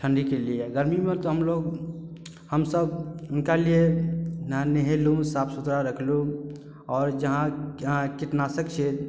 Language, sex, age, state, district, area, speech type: Maithili, male, 18-30, Bihar, Darbhanga, rural, spontaneous